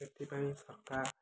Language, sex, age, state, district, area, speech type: Odia, male, 18-30, Odisha, Ganjam, urban, spontaneous